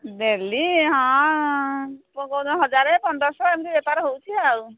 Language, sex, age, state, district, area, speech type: Odia, female, 45-60, Odisha, Angul, rural, conversation